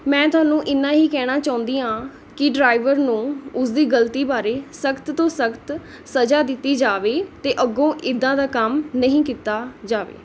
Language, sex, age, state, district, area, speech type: Punjabi, female, 18-30, Punjab, Mohali, rural, spontaneous